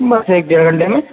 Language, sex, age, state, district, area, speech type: Urdu, male, 60+, Uttar Pradesh, Rampur, urban, conversation